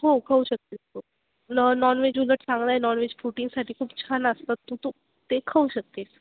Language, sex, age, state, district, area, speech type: Marathi, female, 18-30, Maharashtra, Ahmednagar, urban, conversation